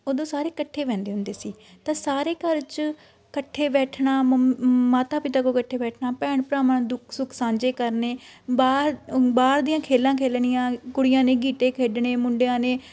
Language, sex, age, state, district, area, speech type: Punjabi, female, 18-30, Punjab, Shaheed Bhagat Singh Nagar, rural, spontaneous